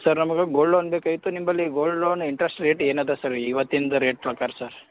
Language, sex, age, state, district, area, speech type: Kannada, male, 18-30, Karnataka, Gulbarga, urban, conversation